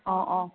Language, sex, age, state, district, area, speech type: Assamese, female, 30-45, Assam, Lakhimpur, rural, conversation